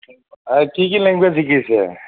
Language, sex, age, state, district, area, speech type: Assamese, male, 45-60, Assam, Charaideo, urban, conversation